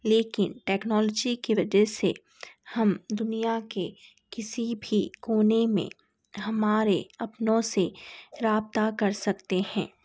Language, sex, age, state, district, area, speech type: Urdu, female, 18-30, Telangana, Hyderabad, urban, spontaneous